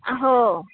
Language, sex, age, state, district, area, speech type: Marathi, female, 30-45, Maharashtra, Thane, urban, conversation